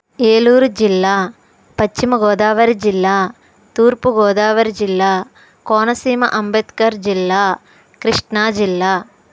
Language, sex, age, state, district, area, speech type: Telugu, female, 30-45, Andhra Pradesh, Eluru, rural, spontaneous